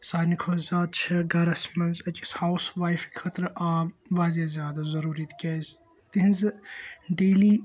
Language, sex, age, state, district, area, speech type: Kashmiri, male, 18-30, Jammu and Kashmir, Srinagar, urban, spontaneous